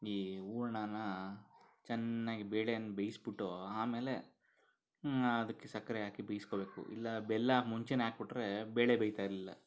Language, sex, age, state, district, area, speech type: Kannada, male, 45-60, Karnataka, Bangalore Urban, urban, spontaneous